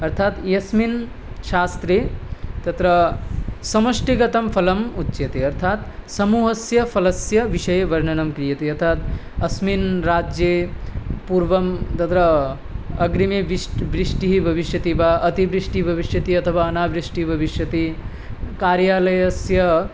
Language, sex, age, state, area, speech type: Sanskrit, male, 18-30, Tripura, rural, spontaneous